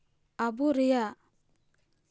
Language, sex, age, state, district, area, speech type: Santali, female, 18-30, West Bengal, Paschim Bardhaman, urban, spontaneous